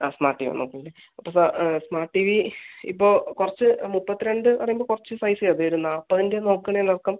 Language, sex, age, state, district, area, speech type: Malayalam, male, 60+, Kerala, Palakkad, rural, conversation